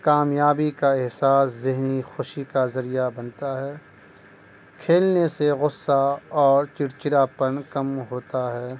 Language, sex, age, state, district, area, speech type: Urdu, male, 30-45, Bihar, Madhubani, rural, spontaneous